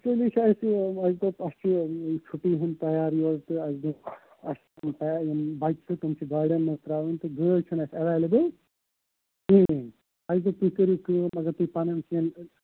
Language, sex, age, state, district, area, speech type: Kashmiri, male, 18-30, Jammu and Kashmir, Srinagar, urban, conversation